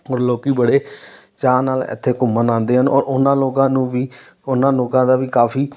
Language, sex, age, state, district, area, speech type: Punjabi, male, 30-45, Punjab, Amritsar, urban, spontaneous